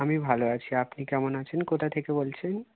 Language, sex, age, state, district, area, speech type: Bengali, male, 18-30, West Bengal, South 24 Parganas, rural, conversation